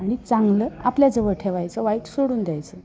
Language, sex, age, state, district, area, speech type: Marathi, female, 45-60, Maharashtra, Osmanabad, rural, spontaneous